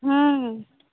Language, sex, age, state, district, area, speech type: Odia, female, 30-45, Odisha, Sambalpur, rural, conversation